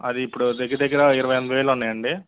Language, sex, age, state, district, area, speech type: Telugu, male, 30-45, Andhra Pradesh, Guntur, urban, conversation